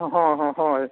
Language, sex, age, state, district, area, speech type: Santali, male, 60+, Odisha, Mayurbhanj, rural, conversation